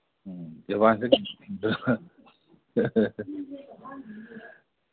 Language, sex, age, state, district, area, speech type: Manipuri, male, 45-60, Manipur, Imphal East, rural, conversation